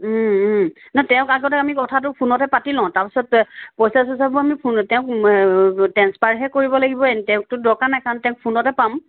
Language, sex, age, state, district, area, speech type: Assamese, female, 30-45, Assam, Sivasagar, rural, conversation